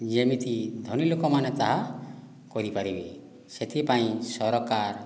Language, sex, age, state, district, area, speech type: Odia, male, 45-60, Odisha, Boudh, rural, spontaneous